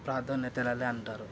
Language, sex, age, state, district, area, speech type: Telugu, male, 30-45, Andhra Pradesh, Kadapa, rural, spontaneous